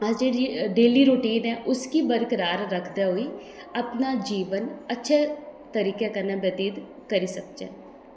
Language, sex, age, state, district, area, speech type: Dogri, female, 30-45, Jammu and Kashmir, Udhampur, rural, spontaneous